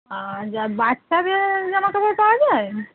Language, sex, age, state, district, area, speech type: Bengali, female, 45-60, West Bengal, Hooghly, rural, conversation